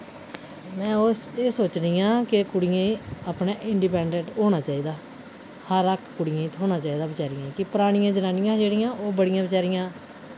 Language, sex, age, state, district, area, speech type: Dogri, female, 45-60, Jammu and Kashmir, Udhampur, urban, spontaneous